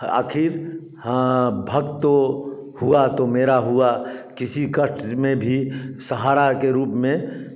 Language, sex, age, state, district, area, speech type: Hindi, male, 60+, Bihar, Samastipur, rural, spontaneous